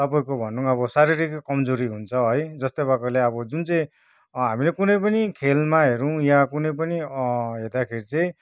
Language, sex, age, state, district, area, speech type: Nepali, male, 45-60, West Bengal, Kalimpong, rural, spontaneous